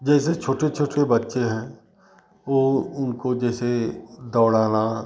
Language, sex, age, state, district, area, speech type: Hindi, male, 60+, Uttar Pradesh, Chandauli, urban, spontaneous